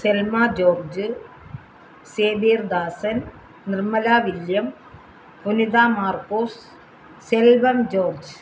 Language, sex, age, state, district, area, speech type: Malayalam, female, 60+, Kerala, Kollam, rural, spontaneous